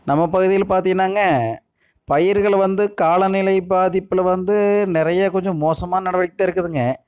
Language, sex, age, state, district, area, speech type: Tamil, male, 30-45, Tamil Nadu, Erode, rural, spontaneous